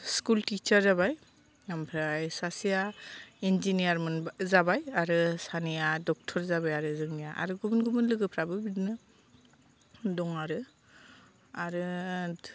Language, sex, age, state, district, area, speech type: Bodo, female, 45-60, Assam, Kokrajhar, rural, spontaneous